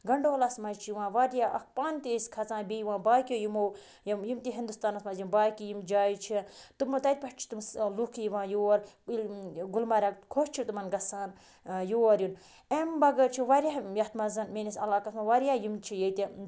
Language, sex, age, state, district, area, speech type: Kashmiri, female, 30-45, Jammu and Kashmir, Budgam, rural, spontaneous